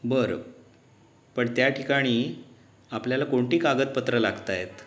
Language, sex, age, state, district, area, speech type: Marathi, male, 30-45, Maharashtra, Ratnagiri, urban, spontaneous